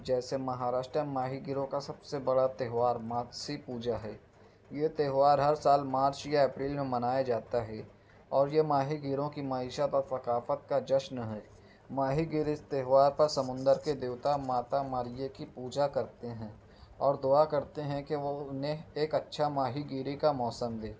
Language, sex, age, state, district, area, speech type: Urdu, male, 18-30, Maharashtra, Nashik, urban, spontaneous